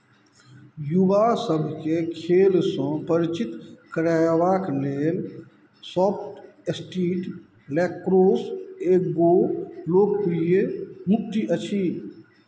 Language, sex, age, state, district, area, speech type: Maithili, male, 45-60, Bihar, Madhubani, rural, read